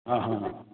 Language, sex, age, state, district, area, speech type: Marathi, male, 60+, Maharashtra, Ahmednagar, urban, conversation